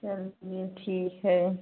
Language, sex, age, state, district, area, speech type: Hindi, female, 45-60, Uttar Pradesh, Pratapgarh, rural, conversation